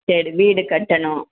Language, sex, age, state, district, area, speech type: Tamil, female, 60+, Tamil Nadu, Perambalur, rural, conversation